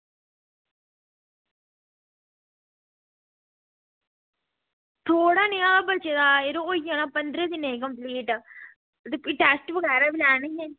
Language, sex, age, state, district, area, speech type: Dogri, female, 30-45, Jammu and Kashmir, Udhampur, rural, conversation